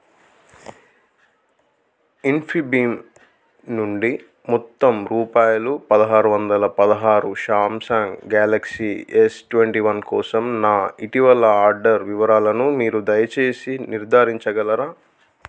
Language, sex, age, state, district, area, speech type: Telugu, male, 30-45, Telangana, Adilabad, rural, read